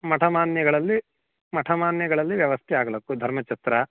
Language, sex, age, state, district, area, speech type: Kannada, male, 30-45, Karnataka, Uttara Kannada, rural, conversation